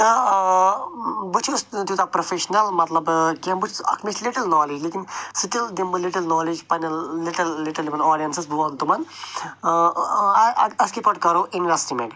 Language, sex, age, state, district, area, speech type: Kashmiri, male, 45-60, Jammu and Kashmir, Ganderbal, urban, spontaneous